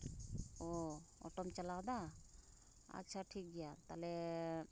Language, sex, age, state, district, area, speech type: Santali, female, 45-60, West Bengal, Uttar Dinajpur, rural, spontaneous